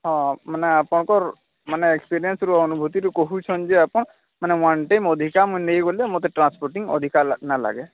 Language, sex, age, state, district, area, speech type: Odia, male, 45-60, Odisha, Nuapada, urban, conversation